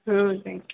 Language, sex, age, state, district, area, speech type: Kannada, female, 18-30, Karnataka, Kolar, rural, conversation